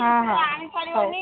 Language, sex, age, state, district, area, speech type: Odia, female, 60+, Odisha, Kendujhar, urban, conversation